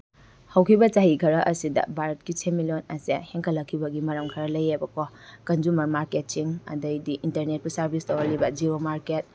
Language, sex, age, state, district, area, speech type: Manipuri, female, 18-30, Manipur, Kakching, rural, spontaneous